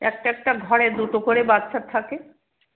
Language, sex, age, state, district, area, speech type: Bengali, female, 60+, West Bengal, Darjeeling, urban, conversation